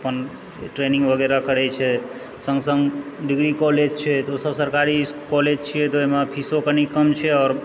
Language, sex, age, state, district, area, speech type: Maithili, male, 30-45, Bihar, Supaul, rural, spontaneous